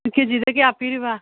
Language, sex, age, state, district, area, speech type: Manipuri, female, 45-60, Manipur, Imphal East, rural, conversation